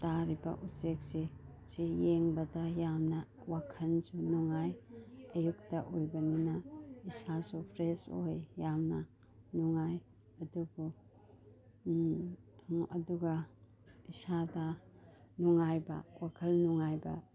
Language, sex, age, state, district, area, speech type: Manipuri, female, 30-45, Manipur, Imphal East, rural, spontaneous